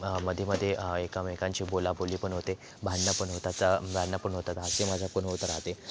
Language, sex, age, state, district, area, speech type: Marathi, male, 18-30, Maharashtra, Thane, urban, spontaneous